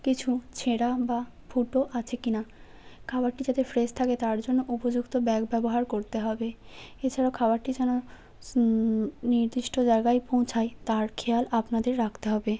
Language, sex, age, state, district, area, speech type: Bengali, female, 30-45, West Bengal, Hooghly, urban, spontaneous